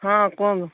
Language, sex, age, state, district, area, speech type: Odia, female, 60+, Odisha, Jharsuguda, rural, conversation